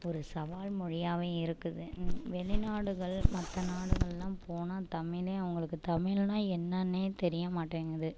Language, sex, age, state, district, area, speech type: Tamil, female, 60+, Tamil Nadu, Ariyalur, rural, spontaneous